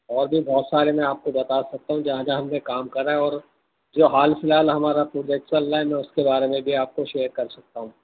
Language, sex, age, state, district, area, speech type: Urdu, male, 60+, Delhi, Central Delhi, urban, conversation